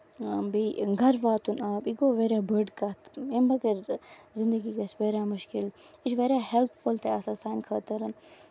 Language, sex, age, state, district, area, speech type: Kashmiri, female, 18-30, Jammu and Kashmir, Baramulla, rural, spontaneous